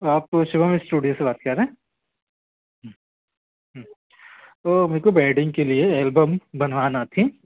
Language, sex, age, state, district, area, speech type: Hindi, male, 30-45, Madhya Pradesh, Hoshangabad, rural, conversation